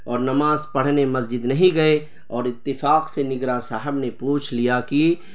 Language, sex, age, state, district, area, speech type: Urdu, male, 30-45, Bihar, Purnia, rural, spontaneous